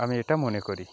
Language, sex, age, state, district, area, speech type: Bengali, male, 45-60, West Bengal, Jalpaiguri, rural, spontaneous